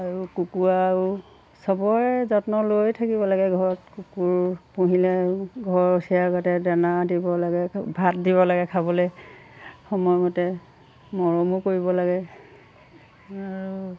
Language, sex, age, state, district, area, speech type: Assamese, female, 60+, Assam, Golaghat, rural, spontaneous